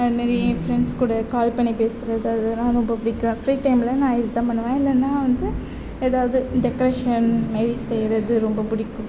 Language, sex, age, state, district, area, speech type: Tamil, female, 18-30, Tamil Nadu, Mayiladuthurai, rural, spontaneous